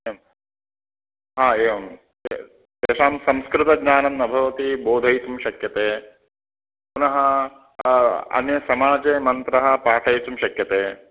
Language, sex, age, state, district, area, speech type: Sanskrit, male, 30-45, Karnataka, Uttara Kannada, rural, conversation